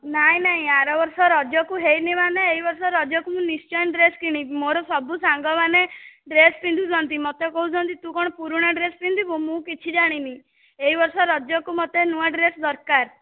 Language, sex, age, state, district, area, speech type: Odia, female, 18-30, Odisha, Dhenkanal, rural, conversation